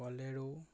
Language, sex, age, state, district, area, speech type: Assamese, male, 18-30, Assam, Majuli, urban, spontaneous